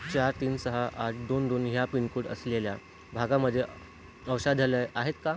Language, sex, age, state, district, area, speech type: Marathi, male, 18-30, Maharashtra, Nagpur, rural, read